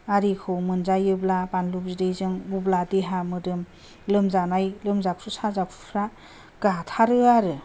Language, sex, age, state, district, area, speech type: Bodo, female, 30-45, Assam, Kokrajhar, rural, spontaneous